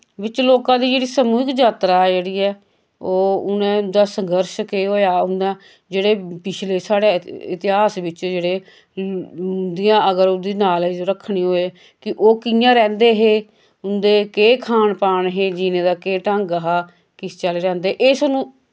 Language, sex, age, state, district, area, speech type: Dogri, female, 45-60, Jammu and Kashmir, Samba, rural, spontaneous